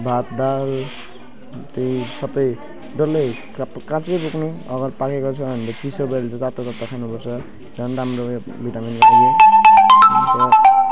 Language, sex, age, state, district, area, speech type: Nepali, male, 18-30, West Bengal, Alipurduar, urban, spontaneous